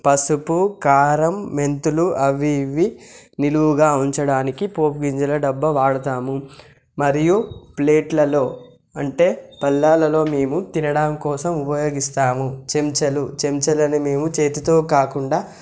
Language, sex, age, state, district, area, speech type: Telugu, male, 18-30, Telangana, Yadadri Bhuvanagiri, urban, spontaneous